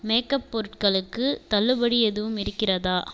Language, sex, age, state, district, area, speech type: Tamil, female, 30-45, Tamil Nadu, Viluppuram, rural, read